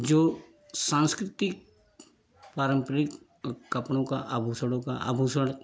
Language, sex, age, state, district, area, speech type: Hindi, male, 30-45, Uttar Pradesh, Jaunpur, rural, spontaneous